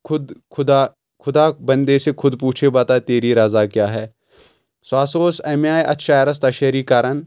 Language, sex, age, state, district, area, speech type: Kashmiri, male, 18-30, Jammu and Kashmir, Anantnag, rural, spontaneous